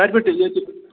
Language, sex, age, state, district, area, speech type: Kashmiri, male, 30-45, Jammu and Kashmir, Bandipora, rural, conversation